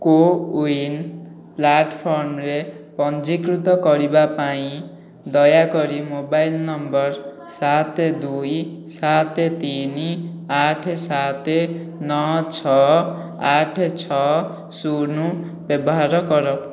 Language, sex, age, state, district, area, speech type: Odia, male, 18-30, Odisha, Khordha, rural, read